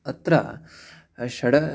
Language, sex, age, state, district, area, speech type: Sanskrit, male, 18-30, Karnataka, Uttara Kannada, rural, spontaneous